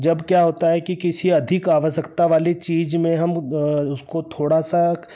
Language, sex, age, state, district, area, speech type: Hindi, male, 30-45, Madhya Pradesh, Betul, urban, spontaneous